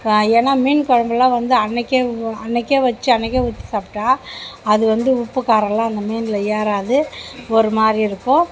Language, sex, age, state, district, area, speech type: Tamil, female, 60+, Tamil Nadu, Mayiladuthurai, rural, spontaneous